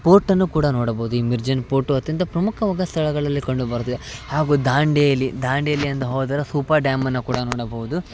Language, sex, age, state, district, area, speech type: Kannada, male, 18-30, Karnataka, Uttara Kannada, rural, spontaneous